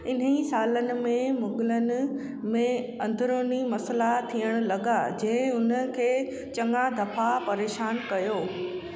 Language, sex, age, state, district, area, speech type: Sindhi, female, 30-45, Gujarat, Junagadh, urban, read